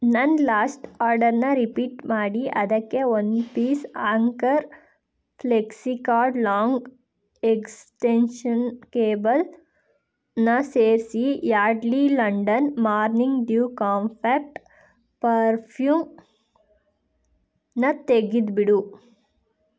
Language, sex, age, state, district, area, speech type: Kannada, female, 30-45, Karnataka, Ramanagara, rural, read